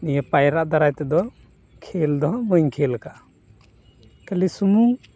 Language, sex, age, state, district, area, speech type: Santali, male, 18-30, West Bengal, Purba Bardhaman, rural, spontaneous